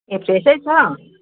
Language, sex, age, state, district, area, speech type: Nepali, female, 60+, West Bengal, Darjeeling, rural, conversation